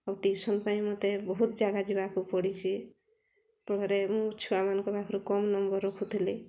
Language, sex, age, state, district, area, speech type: Odia, female, 60+, Odisha, Mayurbhanj, rural, spontaneous